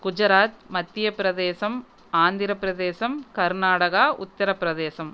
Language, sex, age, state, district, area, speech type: Tamil, female, 30-45, Tamil Nadu, Erode, rural, spontaneous